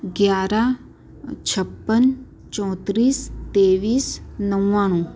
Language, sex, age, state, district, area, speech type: Gujarati, female, 30-45, Gujarat, Ahmedabad, urban, spontaneous